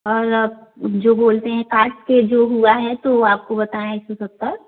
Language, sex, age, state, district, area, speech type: Hindi, female, 30-45, Uttar Pradesh, Varanasi, rural, conversation